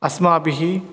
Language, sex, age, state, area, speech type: Sanskrit, male, 30-45, Rajasthan, urban, spontaneous